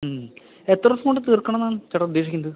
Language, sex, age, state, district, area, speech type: Malayalam, male, 18-30, Kerala, Palakkad, rural, conversation